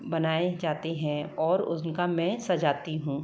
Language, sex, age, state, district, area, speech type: Hindi, female, 30-45, Rajasthan, Jaipur, urban, spontaneous